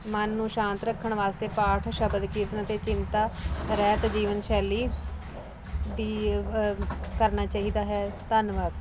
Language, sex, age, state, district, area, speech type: Punjabi, female, 30-45, Punjab, Ludhiana, urban, spontaneous